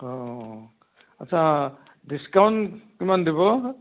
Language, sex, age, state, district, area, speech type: Assamese, male, 45-60, Assam, Nalbari, rural, conversation